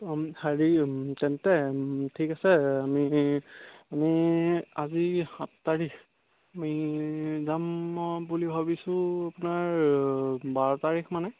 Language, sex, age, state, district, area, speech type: Assamese, male, 18-30, Assam, Charaideo, rural, conversation